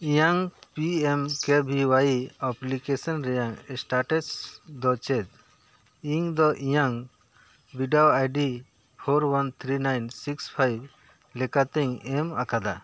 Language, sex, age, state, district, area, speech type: Santali, male, 45-60, Jharkhand, Bokaro, rural, read